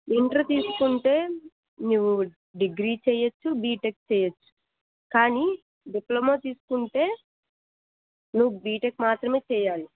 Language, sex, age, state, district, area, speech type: Telugu, female, 60+, Andhra Pradesh, Krishna, urban, conversation